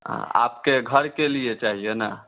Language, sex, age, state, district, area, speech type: Hindi, male, 18-30, Bihar, Vaishali, rural, conversation